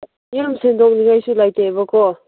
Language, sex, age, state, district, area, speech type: Manipuri, female, 18-30, Manipur, Kangpokpi, rural, conversation